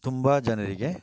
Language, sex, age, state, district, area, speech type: Kannada, male, 30-45, Karnataka, Shimoga, rural, spontaneous